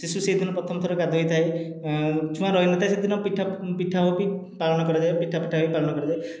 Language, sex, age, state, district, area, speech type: Odia, male, 30-45, Odisha, Khordha, rural, spontaneous